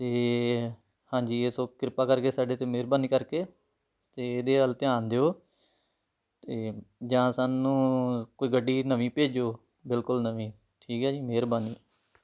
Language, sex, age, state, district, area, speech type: Punjabi, male, 30-45, Punjab, Tarn Taran, rural, spontaneous